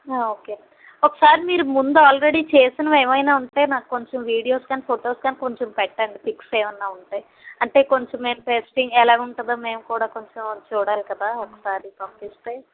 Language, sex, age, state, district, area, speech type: Telugu, female, 30-45, Andhra Pradesh, N T Rama Rao, rural, conversation